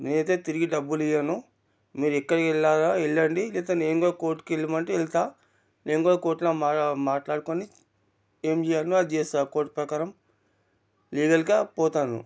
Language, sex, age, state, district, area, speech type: Telugu, male, 45-60, Telangana, Ranga Reddy, rural, spontaneous